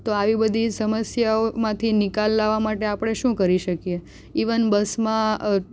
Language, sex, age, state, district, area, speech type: Gujarati, female, 18-30, Gujarat, Surat, rural, spontaneous